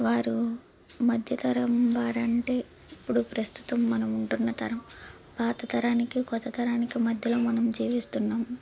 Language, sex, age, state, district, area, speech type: Telugu, female, 18-30, Andhra Pradesh, Palnadu, urban, spontaneous